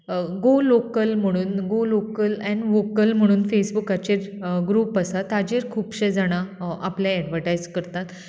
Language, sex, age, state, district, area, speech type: Goan Konkani, female, 30-45, Goa, Bardez, urban, spontaneous